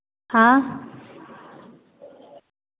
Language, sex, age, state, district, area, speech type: Hindi, female, 18-30, Uttar Pradesh, Azamgarh, urban, conversation